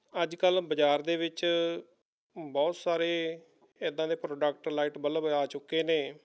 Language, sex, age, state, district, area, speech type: Punjabi, male, 30-45, Punjab, Mohali, rural, spontaneous